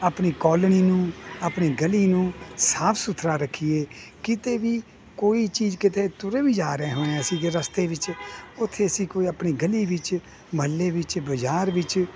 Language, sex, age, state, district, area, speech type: Punjabi, male, 60+, Punjab, Hoshiarpur, rural, spontaneous